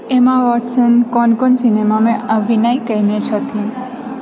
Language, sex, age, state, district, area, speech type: Maithili, female, 30-45, Bihar, Purnia, urban, read